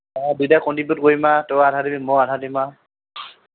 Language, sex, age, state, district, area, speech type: Assamese, male, 45-60, Assam, Morigaon, rural, conversation